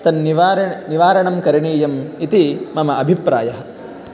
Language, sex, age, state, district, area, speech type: Sanskrit, male, 18-30, Karnataka, Gadag, rural, spontaneous